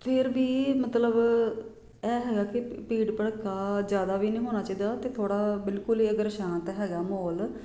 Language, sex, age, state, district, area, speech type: Punjabi, female, 30-45, Punjab, Jalandhar, urban, spontaneous